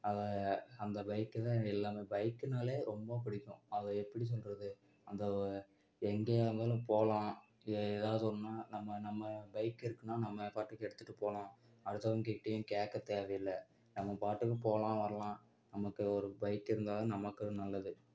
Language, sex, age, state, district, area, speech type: Tamil, male, 18-30, Tamil Nadu, Namakkal, rural, spontaneous